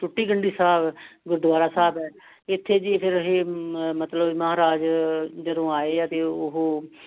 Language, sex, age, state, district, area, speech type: Punjabi, female, 60+, Punjab, Muktsar, urban, conversation